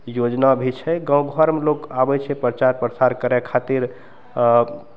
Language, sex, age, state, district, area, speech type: Maithili, male, 30-45, Bihar, Begusarai, urban, spontaneous